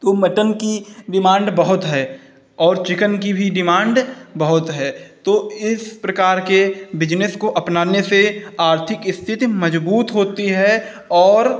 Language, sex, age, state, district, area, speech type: Hindi, male, 30-45, Uttar Pradesh, Hardoi, rural, spontaneous